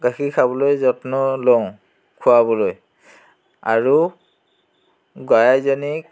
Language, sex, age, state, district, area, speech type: Assamese, male, 60+, Assam, Dhemaji, rural, spontaneous